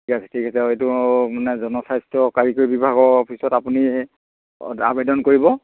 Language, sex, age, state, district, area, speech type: Assamese, male, 45-60, Assam, Sivasagar, rural, conversation